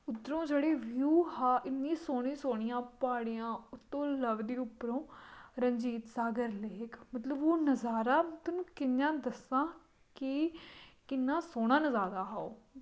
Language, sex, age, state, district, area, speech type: Dogri, female, 30-45, Jammu and Kashmir, Kathua, rural, spontaneous